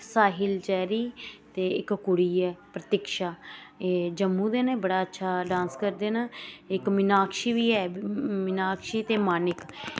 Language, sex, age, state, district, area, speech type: Dogri, female, 45-60, Jammu and Kashmir, Samba, urban, spontaneous